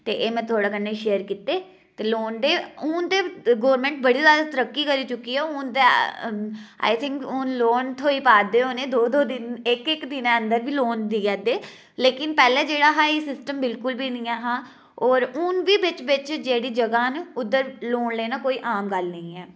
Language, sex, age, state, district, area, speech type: Dogri, female, 18-30, Jammu and Kashmir, Udhampur, rural, spontaneous